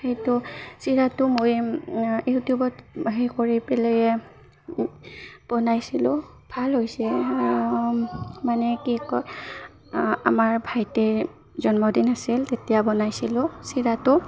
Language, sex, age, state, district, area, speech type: Assamese, female, 18-30, Assam, Barpeta, rural, spontaneous